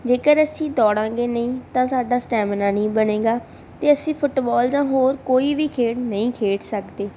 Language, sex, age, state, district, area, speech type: Punjabi, female, 18-30, Punjab, Barnala, rural, spontaneous